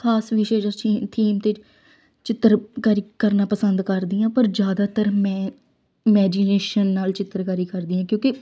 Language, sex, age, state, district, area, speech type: Punjabi, female, 18-30, Punjab, Shaheed Bhagat Singh Nagar, rural, spontaneous